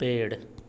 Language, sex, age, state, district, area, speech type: Hindi, male, 30-45, Uttar Pradesh, Azamgarh, rural, read